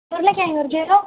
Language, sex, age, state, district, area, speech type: Tamil, female, 18-30, Tamil Nadu, Kallakurichi, rural, conversation